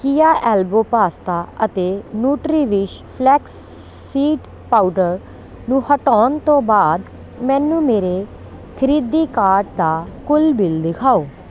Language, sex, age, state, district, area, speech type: Punjabi, female, 30-45, Punjab, Kapurthala, rural, read